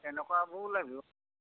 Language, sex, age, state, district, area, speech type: Assamese, male, 60+, Assam, Golaghat, urban, conversation